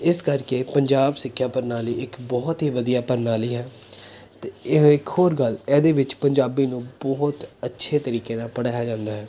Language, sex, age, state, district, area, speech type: Punjabi, male, 18-30, Punjab, Pathankot, urban, spontaneous